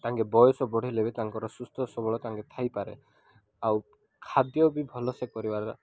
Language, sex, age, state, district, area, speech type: Odia, male, 30-45, Odisha, Koraput, urban, spontaneous